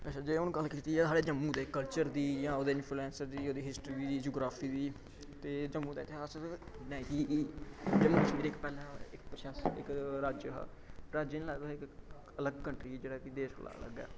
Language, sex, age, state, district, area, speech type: Dogri, male, 18-30, Jammu and Kashmir, Samba, rural, spontaneous